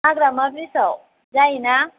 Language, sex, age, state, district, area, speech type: Bodo, female, 18-30, Assam, Chirang, rural, conversation